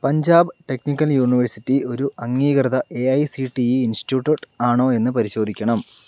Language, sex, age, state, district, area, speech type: Malayalam, male, 18-30, Kerala, Palakkad, rural, read